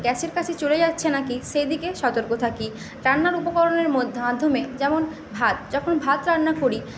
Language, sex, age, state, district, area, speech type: Bengali, female, 18-30, West Bengal, Paschim Medinipur, rural, spontaneous